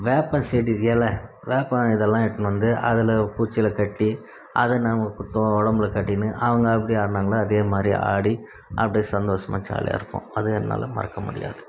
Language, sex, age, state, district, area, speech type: Tamil, male, 45-60, Tamil Nadu, Krishnagiri, rural, spontaneous